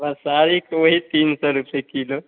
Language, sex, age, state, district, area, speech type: Hindi, male, 18-30, Bihar, Samastipur, rural, conversation